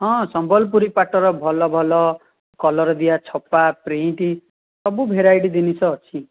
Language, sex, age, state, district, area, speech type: Odia, male, 18-30, Odisha, Dhenkanal, rural, conversation